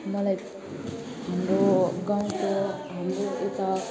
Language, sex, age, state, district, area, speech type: Nepali, female, 30-45, West Bengal, Alipurduar, urban, spontaneous